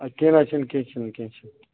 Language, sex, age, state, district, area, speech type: Kashmiri, male, 30-45, Jammu and Kashmir, Budgam, rural, conversation